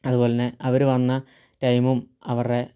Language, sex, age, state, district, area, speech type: Malayalam, male, 18-30, Kerala, Kottayam, rural, spontaneous